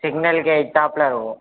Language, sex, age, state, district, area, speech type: Tamil, male, 18-30, Tamil Nadu, Thoothukudi, rural, conversation